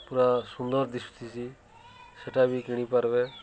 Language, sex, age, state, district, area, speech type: Odia, male, 45-60, Odisha, Nuapada, urban, spontaneous